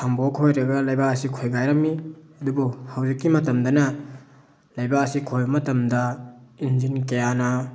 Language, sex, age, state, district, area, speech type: Manipuri, male, 30-45, Manipur, Thoubal, rural, spontaneous